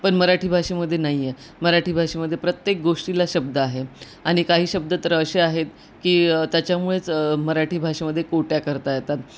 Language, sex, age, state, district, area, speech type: Marathi, female, 30-45, Maharashtra, Nanded, urban, spontaneous